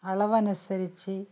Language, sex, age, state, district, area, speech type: Malayalam, female, 60+, Kerala, Wayanad, rural, spontaneous